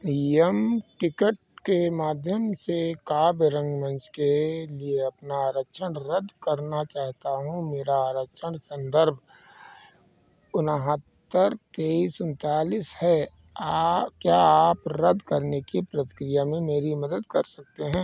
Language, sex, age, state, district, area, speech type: Hindi, male, 60+, Uttar Pradesh, Sitapur, rural, read